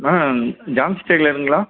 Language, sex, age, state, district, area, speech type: Tamil, male, 45-60, Tamil Nadu, Krishnagiri, rural, conversation